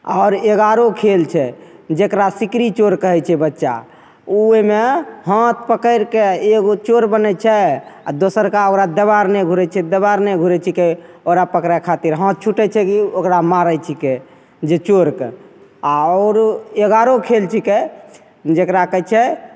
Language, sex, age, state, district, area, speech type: Maithili, male, 30-45, Bihar, Begusarai, urban, spontaneous